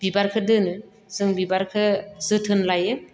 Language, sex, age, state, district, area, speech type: Bodo, female, 45-60, Assam, Baksa, rural, spontaneous